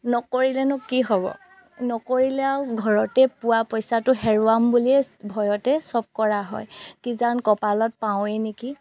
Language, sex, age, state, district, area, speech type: Assamese, female, 30-45, Assam, Golaghat, rural, spontaneous